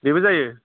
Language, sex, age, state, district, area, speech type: Bodo, male, 45-60, Assam, Chirang, rural, conversation